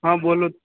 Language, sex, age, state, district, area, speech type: Maithili, male, 18-30, Bihar, Begusarai, rural, conversation